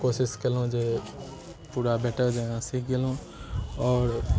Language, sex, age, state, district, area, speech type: Maithili, male, 18-30, Bihar, Darbhanga, urban, spontaneous